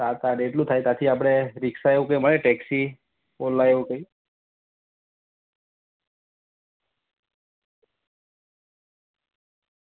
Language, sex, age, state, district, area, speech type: Gujarati, male, 30-45, Gujarat, Valsad, urban, conversation